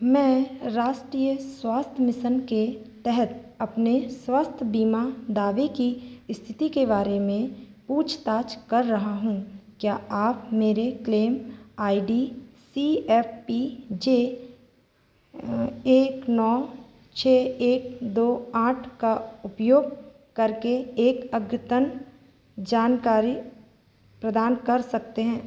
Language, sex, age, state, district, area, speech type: Hindi, female, 30-45, Madhya Pradesh, Seoni, rural, read